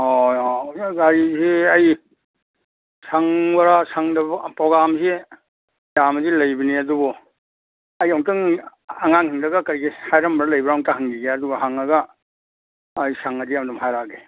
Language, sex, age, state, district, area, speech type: Manipuri, male, 60+, Manipur, Imphal East, rural, conversation